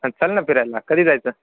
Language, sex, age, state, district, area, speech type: Marathi, male, 18-30, Maharashtra, Wardha, rural, conversation